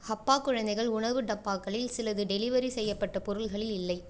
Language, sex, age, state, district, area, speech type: Tamil, female, 18-30, Tamil Nadu, Cuddalore, urban, read